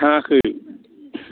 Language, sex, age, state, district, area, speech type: Bodo, male, 60+, Assam, Baksa, urban, conversation